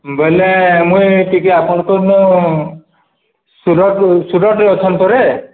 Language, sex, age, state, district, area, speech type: Odia, male, 45-60, Odisha, Nuapada, urban, conversation